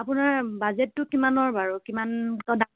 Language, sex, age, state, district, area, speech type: Assamese, female, 18-30, Assam, Dibrugarh, urban, conversation